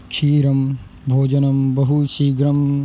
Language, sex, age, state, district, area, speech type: Sanskrit, male, 18-30, Maharashtra, Beed, urban, spontaneous